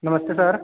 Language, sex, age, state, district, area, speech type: Hindi, male, 18-30, Uttar Pradesh, Azamgarh, rural, conversation